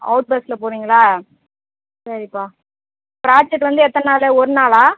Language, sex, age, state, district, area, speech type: Tamil, female, 45-60, Tamil Nadu, Cuddalore, rural, conversation